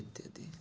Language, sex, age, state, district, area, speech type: Odia, male, 18-30, Odisha, Rayagada, rural, spontaneous